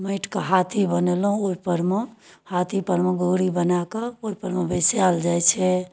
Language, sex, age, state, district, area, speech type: Maithili, female, 60+, Bihar, Darbhanga, urban, spontaneous